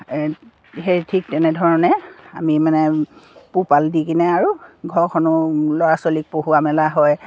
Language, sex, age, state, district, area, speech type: Assamese, female, 60+, Assam, Dibrugarh, rural, spontaneous